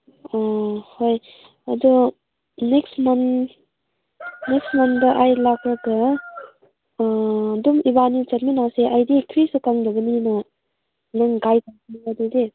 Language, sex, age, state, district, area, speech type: Manipuri, female, 18-30, Manipur, Senapati, rural, conversation